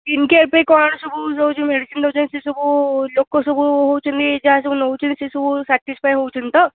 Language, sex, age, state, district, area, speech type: Odia, female, 18-30, Odisha, Rayagada, rural, conversation